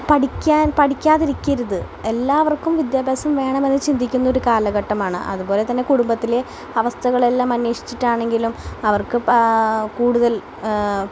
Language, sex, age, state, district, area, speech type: Malayalam, female, 18-30, Kerala, Palakkad, urban, spontaneous